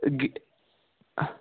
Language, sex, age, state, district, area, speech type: Kashmiri, male, 18-30, Jammu and Kashmir, Baramulla, rural, conversation